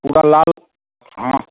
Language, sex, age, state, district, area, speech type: Hindi, male, 30-45, Bihar, Samastipur, urban, conversation